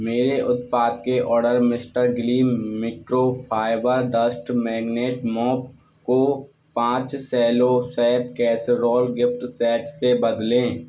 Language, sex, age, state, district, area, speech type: Hindi, male, 60+, Rajasthan, Karauli, rural, read